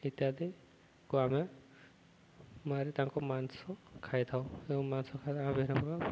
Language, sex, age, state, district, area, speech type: Odia, male, 18-30, Odisha, Subarnapur, urban, spontaneous